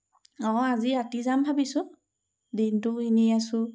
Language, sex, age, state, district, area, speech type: Assamese, female, 18-30, Assam, Golaghat, urban, spontaneous